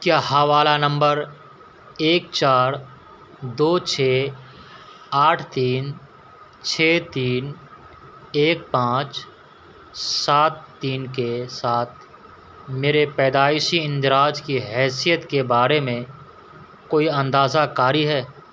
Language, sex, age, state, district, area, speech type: Urdu, male, 18-30, Bihar, Purnia, rural, read